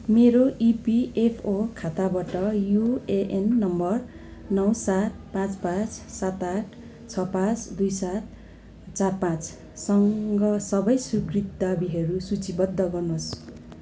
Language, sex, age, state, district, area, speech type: Nepali, female, 45-60, West Bengal, Darjeeling, rural, read